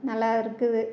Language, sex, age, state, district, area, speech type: Tamil, female, 45-60, Tamil Nadu, Salem, rural, spontaneous